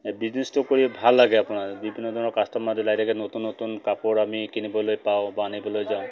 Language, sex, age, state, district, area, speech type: Assamese, male, 45-60, Assam, Dibrugarh, urban, spontaneous